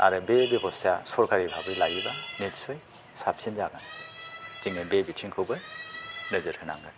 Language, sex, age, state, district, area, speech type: Bodo, male, 60+, Assam, Kokrajhar, rural, spontaneous